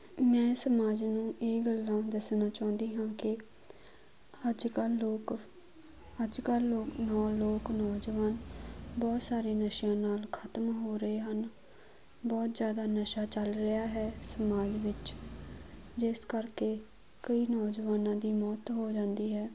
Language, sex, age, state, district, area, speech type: Punjabi, female, 18-30, Punjab, Muktsar, rural, spontaneous